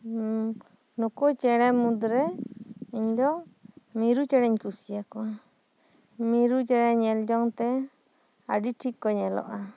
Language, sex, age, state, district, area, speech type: Santali, female, 30-45, West Bengal, Bankura, rural, spontaneous